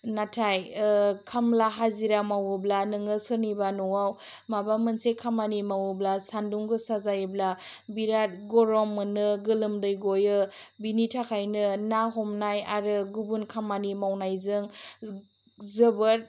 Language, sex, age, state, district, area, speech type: Bodo, female, 30-45, Assam, Chirang, rural, spontaneous